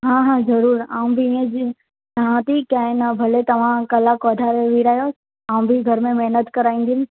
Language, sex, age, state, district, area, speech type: Sindhi, female, 18-30, Gujarat, Surat, urban, conversation